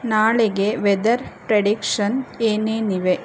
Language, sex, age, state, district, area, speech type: Kannada, female, 30-45, Karnataka, Chamarajanagar, rural, read